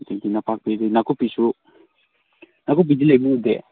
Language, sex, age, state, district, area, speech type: Manipuri, male, 18-30, Manipur, Kangpokpi, urban, conversation